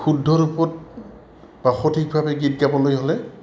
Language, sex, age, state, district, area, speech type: Assamese, male, 60+, Assam, Goalpara, urban, spontaneous